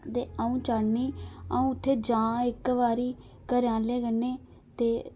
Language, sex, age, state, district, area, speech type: Dogri, female, 18-30, Jammu and Kashmir, Reasi, rural, spontaneous